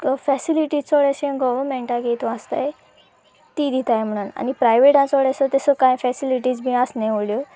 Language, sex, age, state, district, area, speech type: Goan Konkani, female, 18-30, Goa, Sanguem, rural, spontaneous